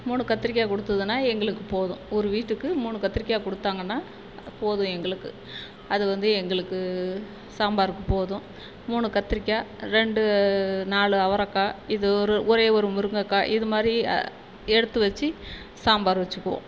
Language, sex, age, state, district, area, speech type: Tamil, female, 45-60, Tamil Nadu, Perambalur, rural, spontaneous